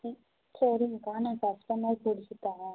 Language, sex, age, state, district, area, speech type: Tamil, female, 18-30, Tamil Nadu, Tiruppur, rural, conversation